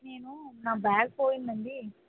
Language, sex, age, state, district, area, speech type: Telugu, female, 30-45, Andhra Pradesh, Vizianagaram, urban, conversation